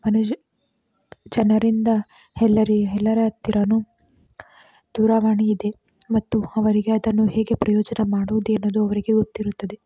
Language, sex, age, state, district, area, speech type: Kannada, female, 45-60, Karnataka, Chikkaballapur, rural, spontaneous